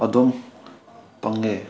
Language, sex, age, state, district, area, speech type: Manipuri, male, 18-30, Manipur, Senapati, rural, spontaneous